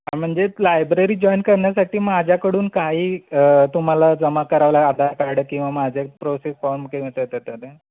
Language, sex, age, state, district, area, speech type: Marathi, male, 30-45, Maharashtra, Sangli, urban, conversation